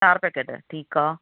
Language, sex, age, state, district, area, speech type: Sindhi, female, 30-45, Maharashtra, Thane, urban, conversation